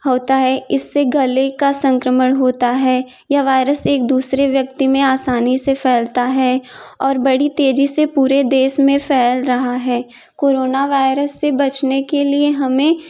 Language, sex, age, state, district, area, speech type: Hindi, female, 18-30, Uttar Pradesh, Jaunpur, urban, spontaneous